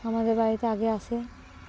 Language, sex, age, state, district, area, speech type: Bengali, female, 18-30, West Bengal, Cooch Behar, urban, spontaneous